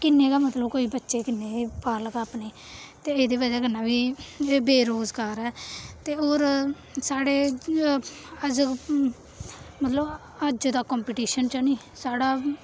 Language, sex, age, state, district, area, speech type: Dogri, female, 18-30, Jammu and Kashmir, Samba, rural, spontaneous